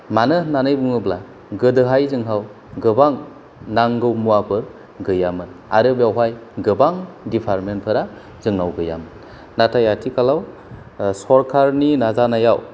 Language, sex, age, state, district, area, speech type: Bodo, male, 30-45, Assam, Kokrajhar, rural, spontaneous